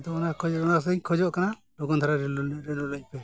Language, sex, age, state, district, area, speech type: Santali, male, 60+, Jharkhand, Bokaro, rural, spontaneous